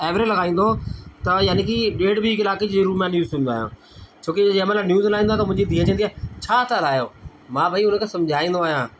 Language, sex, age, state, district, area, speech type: Sindhi, male, 45-60, Delhi, South Delhi, urban, spontaneous